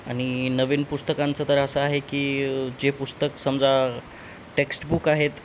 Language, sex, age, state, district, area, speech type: Marathi, male, 18-30, Maharashtra, Nanded, urban, spontaneous